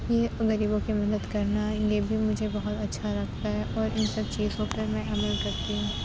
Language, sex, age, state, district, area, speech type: Urdu, female, 30-45, Uttar Pradesh, Aligarh, urban, spontaneous